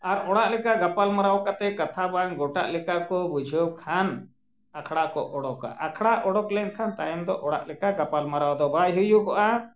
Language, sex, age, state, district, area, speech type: Santali, male, 60+, Jharkhand, Bokaro, rural, spontaneous